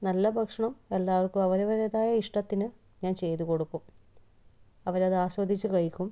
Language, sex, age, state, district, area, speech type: Malayalam, female, 30-45, Kerala, Kannur, rural, spontaneous